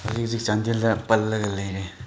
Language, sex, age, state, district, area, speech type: Manipuri, male, 30-45, Manipur, Chandel, rural, spontaneous